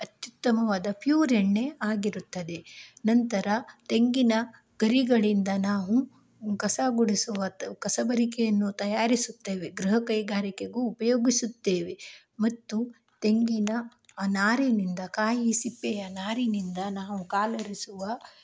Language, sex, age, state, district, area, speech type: Kannada, female, 45-60, Karnataka, Shimoga, rural, spontaneous